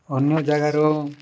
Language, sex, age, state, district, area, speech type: Odia, male, 45-60, Odisha, Nabarangpur, rural, spontaneous